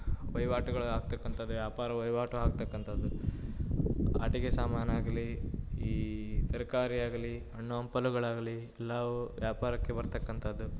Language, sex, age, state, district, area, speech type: Kannada, male, 18-30, Karnataka, Uttara Kannada, rural, spontaneous